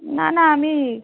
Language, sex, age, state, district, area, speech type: Bengali, female, 30-45, West Bengal, North 24 Parganas, rural, conversation